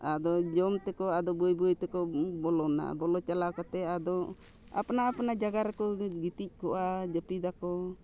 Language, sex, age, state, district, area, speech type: Santali, female, 60+, Jharkhand, Bokaro, rural, spontaneous